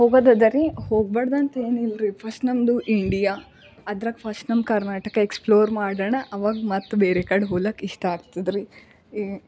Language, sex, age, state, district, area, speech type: Kannada, female, 18-30, Karnataka, Gulbarga, urban, spontaneous